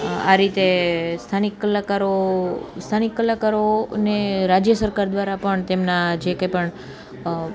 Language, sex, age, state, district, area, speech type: Gujarati, female, 18-30, Gujarat, Junagadh, urban, spontaneous